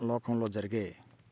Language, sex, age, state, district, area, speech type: Telugu, male, 45-60, Andhra Pradesh, Bapatla, rural, spontaneous